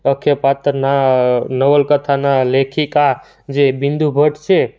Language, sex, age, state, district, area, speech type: Gujarati, male, 18-30, Gujarat, Surat, rural, spontaneous